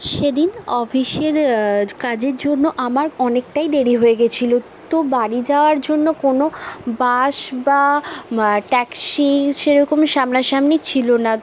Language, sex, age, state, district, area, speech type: Bengali, female, 18-30, West Bengal, Bankura, urban, spontaneous